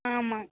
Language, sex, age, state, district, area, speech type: Tamil, female, 18-30, Tamil Nadu, Thoothukudi, rural, conversation